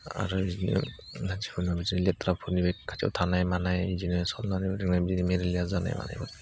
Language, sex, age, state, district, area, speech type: Bodo, male, 18-30, Assam, Udalguri, urban, spontaneous